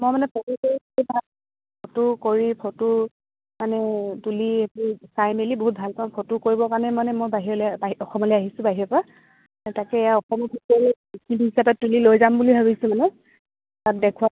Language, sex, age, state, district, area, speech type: Assamese, female, 45-60, Assam, Dibrugarh, rural, conversation